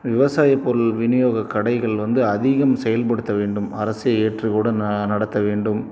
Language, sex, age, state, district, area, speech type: Tamil, male, 30-45, Tamil Nadu, Salem, rural, spontaneous